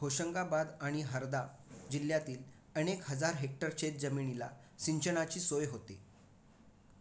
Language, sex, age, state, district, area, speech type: Marathi, male, 45-60, Maharashtra, Raigad, urban, read